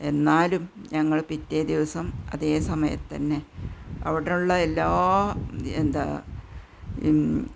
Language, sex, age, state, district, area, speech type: Malayalam, female, 60+, Kerala, Malappuram, rural, spontaneous